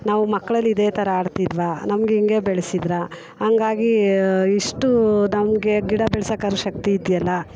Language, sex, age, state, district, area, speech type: Kannada, female, 45-60, Karnataka, Mysore, urban, spontaneous